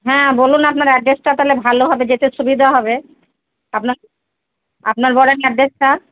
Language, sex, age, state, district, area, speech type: Bengali, female, 30-45, West Bengal, Murshidabad, rural, conversation